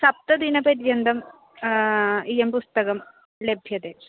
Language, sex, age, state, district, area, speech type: Sanskrit, female, 18-30, Kerala, Thrissur, rural, conversation